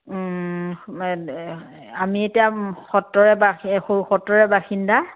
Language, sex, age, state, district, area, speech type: Assamese, female, 45-60, Assam, Majuli, rural, conversation